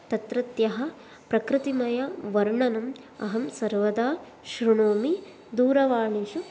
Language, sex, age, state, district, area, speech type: Sanskrit, female, 18-30, Karnataka, Dakshina Kannada, rural, spontaneous